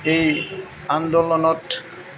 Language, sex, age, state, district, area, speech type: Assamese, male, 60+, Assam, Goalpara, urban, spontaneous